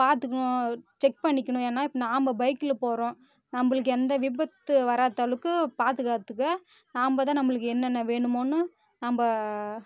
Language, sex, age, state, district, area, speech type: Tamil, female, 18-30, Tamil Nadu, Kallakurichi, rural, spontaneous